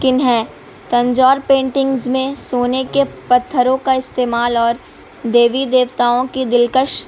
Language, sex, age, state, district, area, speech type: Urdu, female, 18-30, Bihar, Gaya, urban, spontaneous